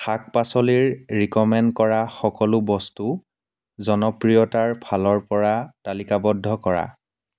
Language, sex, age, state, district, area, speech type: Assamese, male, 30-45, Assam, Dibrugarh, rural, read